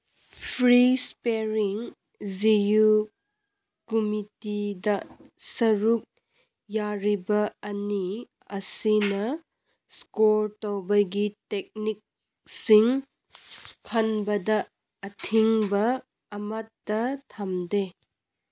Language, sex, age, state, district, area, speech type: Manipuri, female, 18-30, Manipur, Kangpokpi, urban, read